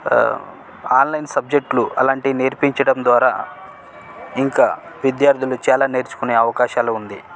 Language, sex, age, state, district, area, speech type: Telugu, male, 30-45, Telangana, Khammam, urban, spontaneous